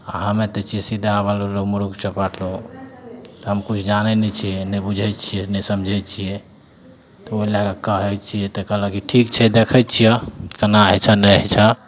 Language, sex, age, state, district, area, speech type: Maithili, male, 30-45, Bihar, Madhepura, rural, spontaneous